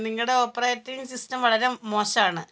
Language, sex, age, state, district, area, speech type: Malayalam, female, 45-60, Kerala, Wayanad, rural, spontaneous